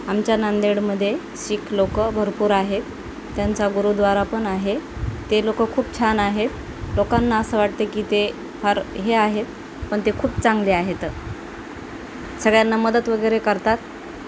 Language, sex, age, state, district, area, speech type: Marathi, female, 30-45, Maharashtra, Nanded, rural, spontaneous